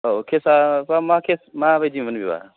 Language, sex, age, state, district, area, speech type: Bodo, male, 30-45, Assam, Kokrajhar, rural, conversation